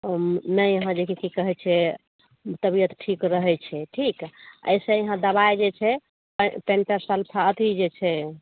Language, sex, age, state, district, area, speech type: Maithili, female, 45-60, Bihar, Begusarai, urban, conversation